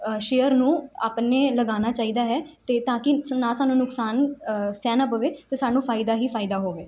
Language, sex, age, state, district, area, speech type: Punjabi, female, 18-30, Punjab, Mansa, urban, spontaneous